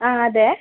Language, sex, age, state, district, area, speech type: Malayalam, female, 30-45, Kerala, Wayanad, rural, conversation